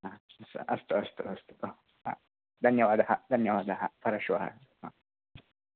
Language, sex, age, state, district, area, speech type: Sanskrit, male, 18-30, Karnataka, Dakshina Kannada, rural, conversation